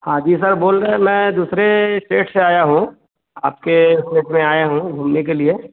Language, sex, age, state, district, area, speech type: Hindi, male, 18-30, Bihar, Vaishali, rural, conversation